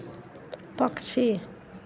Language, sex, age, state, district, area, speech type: Hindi, female, 60+, Bihar, Madhepura, rural, read